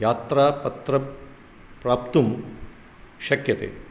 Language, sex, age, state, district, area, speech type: Sanskrit, male, 60+, Karnataka, Dharwad, rural, spontaneous